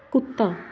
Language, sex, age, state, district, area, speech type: Punjabi, female, 18-30, Punjab, Shaheed Bhagat Singh Nagar, urban, read